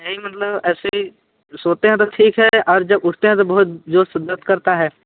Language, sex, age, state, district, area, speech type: Hindi, male, 18-30, Uttar Pradesh, Sonbhadra, rural, conversation